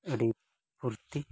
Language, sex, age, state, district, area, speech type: Santali, male, 45-60, Odisha, Mayurbhanj, rural, spontaneous